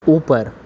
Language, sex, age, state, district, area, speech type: Maithili, male, 18-30, Bihar, Purnia, urban, read